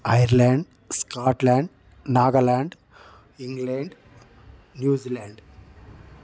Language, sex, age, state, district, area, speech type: Kannada, male, 45-60, Karnataka, Chitradurga, rural, spontaneous